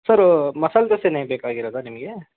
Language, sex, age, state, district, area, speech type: Kannada, male, 18-30, Karnataka, Shimoga, urban, conversation